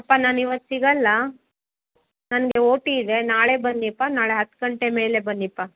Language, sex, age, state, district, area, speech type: Kannada, female, 60+, Karnataka, Kolar, rural, conversation